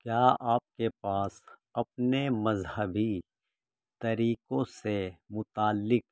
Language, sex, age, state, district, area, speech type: Urdu, male, 30-45, Uttar Pradesh, Muzaffarnagar, urban, spontaneous